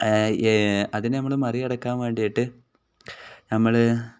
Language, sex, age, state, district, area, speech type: Malayalam, male, 18-30, Kerala, Kozhikode, rural, spontaneous